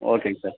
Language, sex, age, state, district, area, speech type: Tamil, male, 18-30, Tamil Nadu, Namakkal, rural, conversation